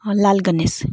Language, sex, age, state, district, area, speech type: Assamese, female, 18-30, Assam, Charaideo, urban, spontaneous